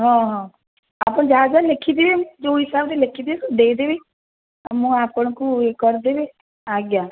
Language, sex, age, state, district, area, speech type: Odia, female, 30-45, Odisha, Cuttack, urban, conversation